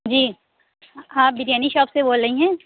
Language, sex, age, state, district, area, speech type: Urdu, female, 18-30, Uttar Pradesh, Lucknow, rural, conversation